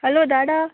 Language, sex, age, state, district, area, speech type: Goan Konkani, female, 18-30, Goa, Murmgao, urban, conversation